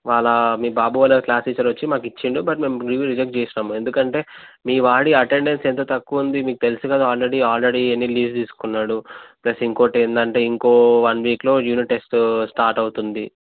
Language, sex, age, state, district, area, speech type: Telugu, male, 18-30, Telangana, Medchal, urban, conversation